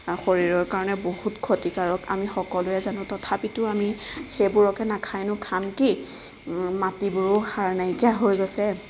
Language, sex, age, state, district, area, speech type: Assamese, female, 30-45, Assam, Nagaon, rural, spontaneous